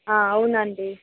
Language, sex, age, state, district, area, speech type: Telugu, female, 18-30, Andhra Pradesh, Chittoor, urban, conversation